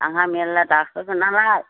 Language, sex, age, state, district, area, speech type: Bodo, female, 60+, Assam, Chirang, rural, conversation